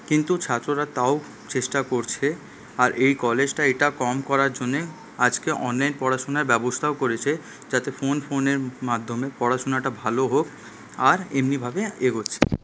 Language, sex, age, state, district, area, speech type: Bengali, male, 18-30, West Bengal, Paschim Bardhaman, urban, spontaneous